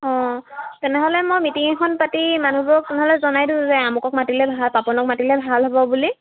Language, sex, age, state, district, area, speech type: Assamese, female, 18-30, Assam, Sivasagar, rural, conversation